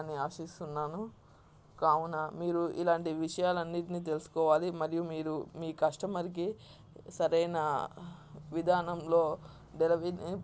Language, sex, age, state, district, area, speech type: Telugu, male, 18-30, Telangana, Mancherial, rural, spontaneous